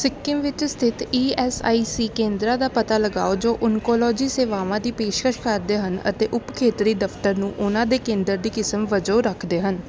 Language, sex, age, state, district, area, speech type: Punjabi, female, 18-30, Punjab, Ludhiana, urban, read